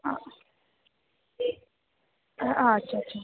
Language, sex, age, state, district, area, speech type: Marathi, female, 30-45, Maharashtra, Wardha, rural, conversation